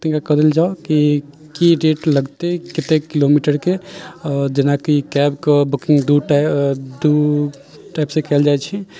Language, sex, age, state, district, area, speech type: Maithili, male, 18-30, Bihar, Sitamarhi, rural, spontaneous